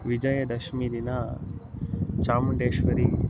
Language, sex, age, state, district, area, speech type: Kannada, male, 18-30, Karnataka, Mysore, urban, spontaneous